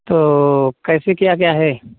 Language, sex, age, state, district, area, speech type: Hindi, male, 30-45, Uttar Pradesh, Jaunpur, rural, conversation